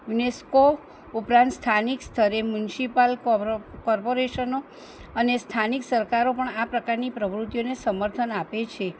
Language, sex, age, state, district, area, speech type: Gujarati, female, 45-60, Gujarat, Kheda, rural, spontaneous